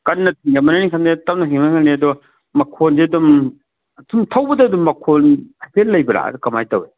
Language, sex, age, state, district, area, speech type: Manipuri, male, 45-60, Manipur, Kangpokpi, urban, conversation